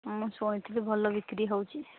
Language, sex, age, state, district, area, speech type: Odia, female, 45-60, Odisha, Angul, rural, conversation